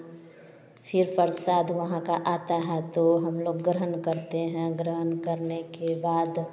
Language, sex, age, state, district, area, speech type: Hindi, female, 30-45, Bihar, Samastipur, rural, spontaneous